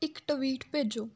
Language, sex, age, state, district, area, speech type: Punjabi, female, 18-30, Punjab, Fatehgarh Sahib, rural, read